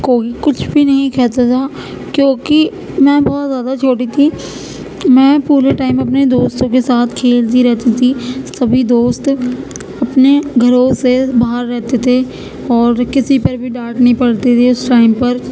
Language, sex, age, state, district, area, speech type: Urdu, female, 18-30, Uttar Pradesh, Gautam Buddha Nagar, rural, spontaneous